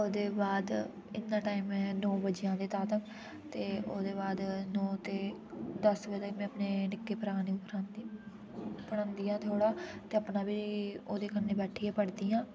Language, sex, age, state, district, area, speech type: Dogri, female, 18-30, Jammu and Kashmir, Udhampur, urban, spontaneous